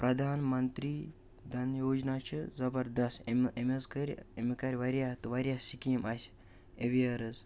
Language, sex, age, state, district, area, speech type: Kashmiri, male, 18-30, Jammu and Kashmir, Bandipora, rural, spontaneous